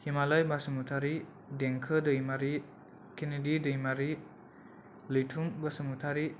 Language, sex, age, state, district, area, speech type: Bodo, male, 18-30, Assam, Kokrajhar, urban, spontaneous